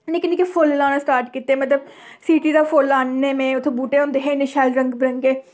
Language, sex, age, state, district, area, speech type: Dogri, female, 18-30, Jammu and Kashmir, Samba, rural, spontaneous